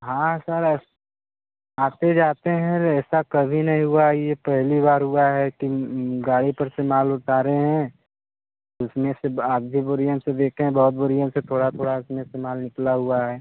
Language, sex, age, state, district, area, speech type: Hindi, male, 18-30, Uttar Pradesh, Mirzapur, rural, conversation